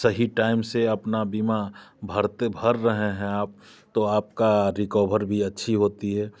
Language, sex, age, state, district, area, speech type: Hindi, male, 45-60, Bihar, Muzaffarpur, rural, spontaneous